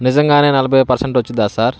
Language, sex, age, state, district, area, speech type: Telugu, male, 30-45, Andhra Pradesh, Bapatla, urban, spontaneous